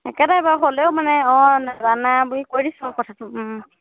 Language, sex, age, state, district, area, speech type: Assamese, female, 18-30, Assam, Dhemaji, urban, conversation